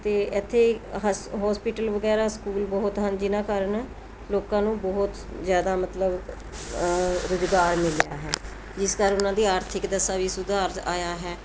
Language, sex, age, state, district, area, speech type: Punjabi, female, 45-60, Punjab, Mohali, urban, spontaneous